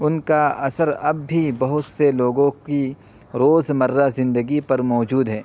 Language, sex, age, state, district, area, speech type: Urdu, male, 30-45, Uttar Pradesh, Muzaffarnagar, urban, spontaneous